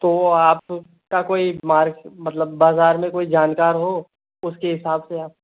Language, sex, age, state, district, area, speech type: Hindi, male, 30-45, Rajasthan, Jaipur, urban, conversation